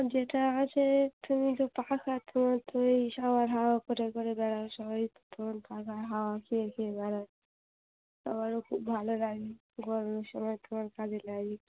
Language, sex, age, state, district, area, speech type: Bengali, female, 45-60, West Bengal, Dakshin Dinajpur, urban, conversation